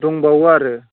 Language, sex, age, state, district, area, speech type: Bodo, male, 30-45, Assam, Chirang, rural, conversation